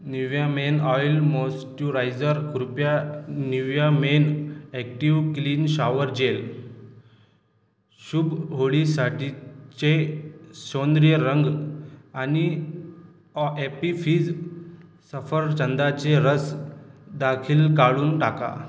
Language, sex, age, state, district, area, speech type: Marathi, male, 18-30, Maharashtra, Washim, rural, read